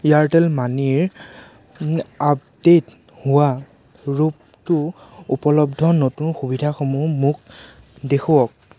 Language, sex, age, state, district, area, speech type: Assamese, male, 18-30, Assam, Sonitpur, rural, read